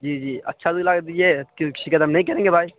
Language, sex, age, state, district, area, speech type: Urdu, male, 18-30, Bihar, Khagaria, rural, conversation